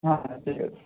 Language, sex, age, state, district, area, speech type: Bengali, male, 30-45, West Bengal, North 24 Parganas, rural, conversation